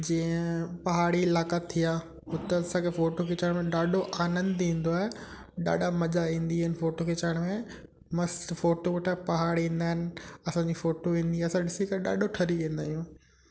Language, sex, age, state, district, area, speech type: Sindhi, male, 18-30, Gujarat, Kutch, urban, spontaneous